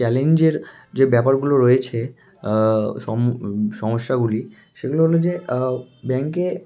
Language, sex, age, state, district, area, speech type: Bengali, male, 18-30, West Bengal, Malda, rural, spontaneous